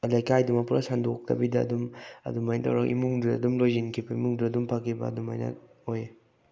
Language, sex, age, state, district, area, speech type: Manipuri, male, 18-30, Manipur, Bishnupur, rural, spontaneous